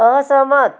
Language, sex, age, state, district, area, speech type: Hindi, female, 45-60, Madhya Pradesh, Betul, urban, read